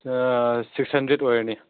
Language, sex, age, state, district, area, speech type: Manipuri, male, 18-30, Manipur, Chandel, rural, conversation